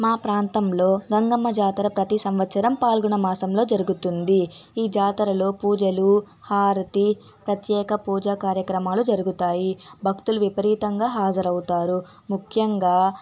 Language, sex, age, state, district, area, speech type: Telugu, female, 18-30, Andhra Pradesh, Nellore, rural, spontaneous